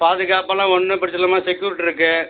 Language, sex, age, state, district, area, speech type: Tamil, male, 45-60, Tamil Nadu, Viluppuram, rural, conversation